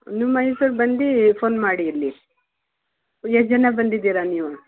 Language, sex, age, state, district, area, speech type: Kannada, female, 45-60, Karnataka, Mysore, urban, conversation